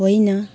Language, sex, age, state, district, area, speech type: Nepali, female, 45-60, West Bengal, Jalpaiguri, urban, read